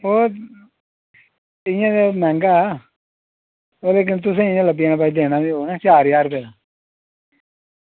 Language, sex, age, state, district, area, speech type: Dogri, female, 45-60, Jammu and Kashmir, Reasi, rural, conversation